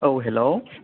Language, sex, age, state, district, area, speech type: Bodo, male, 18-30, Assam, Kokrajhar, rural, conversation